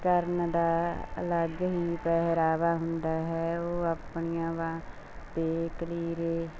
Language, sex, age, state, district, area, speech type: Punjabi, female, 45-60, Punjab, Mansa, rural, spontaneous